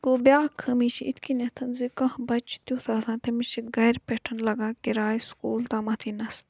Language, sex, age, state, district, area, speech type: Kashmiri, female, 30-45, Jammu and Kashmir, Budgam, rural, spontaneous